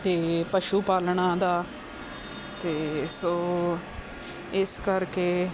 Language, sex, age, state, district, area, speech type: Punjabi, female, 45-60, Punjab, Gurdaspur, urban, spontaneous